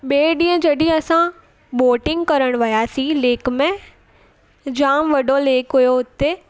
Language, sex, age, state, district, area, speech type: Sindhi, female, 18-30, Gujarat, Surat, urban, spontaneous